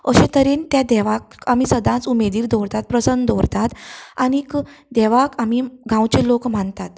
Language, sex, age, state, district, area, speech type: Goan Konkani, female, 30-45, Goa, Canacona, rural, spontaneous